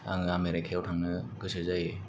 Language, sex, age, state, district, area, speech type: Bodo, male, 18-30, Assam, Kokrajhar, rural, spontaneous